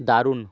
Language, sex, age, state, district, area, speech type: Bengali, male, 45-60, West Bengal, Hooghly, urban, read